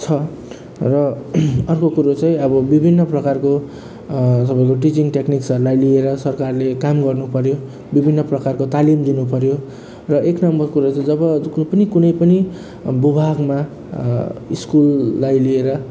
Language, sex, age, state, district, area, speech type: Nepali, male, 30-45, West Bengal, Jalpaiguri, rural, spontaneous